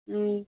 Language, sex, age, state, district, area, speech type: Manipuri, female, 30-45, Manipur, Kangpokpi, urban, conversation